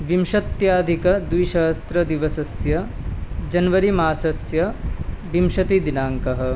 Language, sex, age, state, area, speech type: Sanskrit, male, 18-30, Tripura, rural, spontaneous